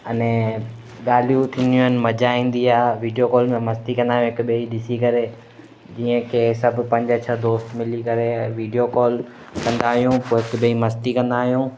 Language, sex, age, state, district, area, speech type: Sindhi, male, 18-30, Gujarat, Kutch, rural, spontaneous